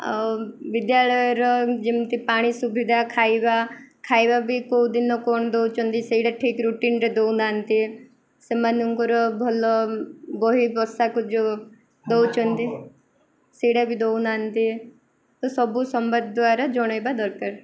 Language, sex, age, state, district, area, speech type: Odia, female, 18-30, Odisha, Koraput, urban, spontaneous